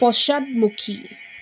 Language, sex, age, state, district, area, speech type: Assamese, female, 45-60, Assam, Dibrugarh, rural, read